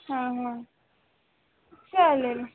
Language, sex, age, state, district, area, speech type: Marathi, female, 18-30, Maharashtra, Osmanabad, rural, conversation